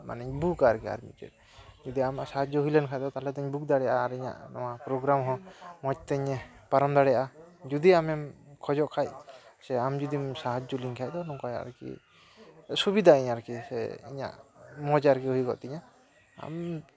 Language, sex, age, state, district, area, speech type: Santali, male, 18-30, West Bengal, Dakshin Dinajpur, rural, spontaneous